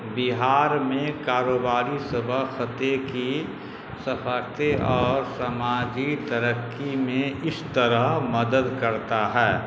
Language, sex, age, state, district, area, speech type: Urdu, male, 45-60, Bihar, Darbhanga, urban, spontaneous